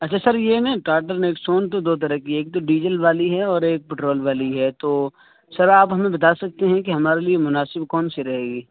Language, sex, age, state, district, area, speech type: Urdu, male, 18-30, Uttar Pradesh, Saharanpur, urban, conversation